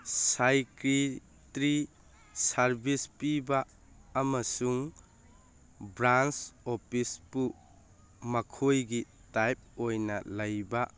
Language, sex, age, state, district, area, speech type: Manipuri, male, 45-60, Manipur, Churachandpur, rural, read